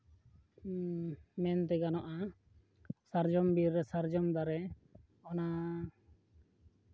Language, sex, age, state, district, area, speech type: Santali, male, 30-45, Jharkhand, East Singhbhum, rural, spontaneous